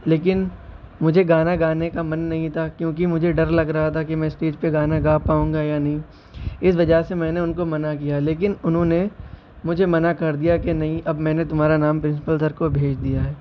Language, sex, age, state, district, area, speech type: Urdu, male, 18-30, Uttar Pradesh, Shahjahanpur, rural, spontaneous